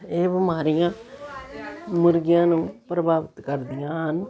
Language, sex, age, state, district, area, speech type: Punjabi, female, 60+, Punjab, Jalandhar, urban, spontaneous